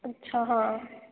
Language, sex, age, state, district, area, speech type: Hindi, female, 18-30, Madhya Pradesh, Betul, rural, conversation